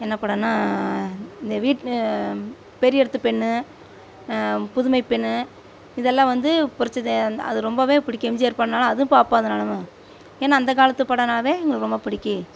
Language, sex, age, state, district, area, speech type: Tamil, female, 45-60, Tamil Nadu, Coimbatore, rural, spontaneous